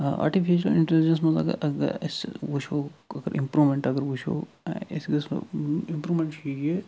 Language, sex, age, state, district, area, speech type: Kashmiri, male, 45-60, Jammu and Kashmir, Budgam, rural, spontaneous